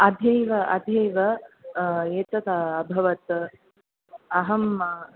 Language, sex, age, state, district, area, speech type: Sanskrit, female, 30-45, Tamil Nadu, Tiruchirappalli, urban, conversation